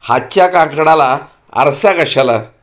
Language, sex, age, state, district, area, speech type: Marathi, male, 45-60, Maharashtra, Pune, urban, spontaneous